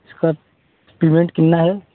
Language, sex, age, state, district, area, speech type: Hindi, male, 18-30, Uttar Pradesh, Jaunpur, rural, conversation